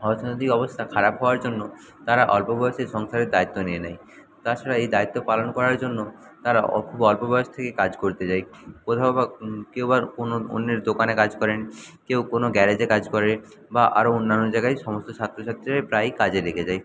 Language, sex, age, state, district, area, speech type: Bengali, male, 60+, West Bengal, Jhargram, rural, spontaneous